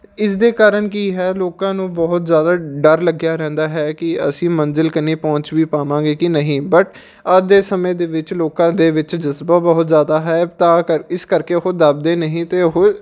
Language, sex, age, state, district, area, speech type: Punjabi, male, 18-30, Punjab, Patiala, urban, spontaneous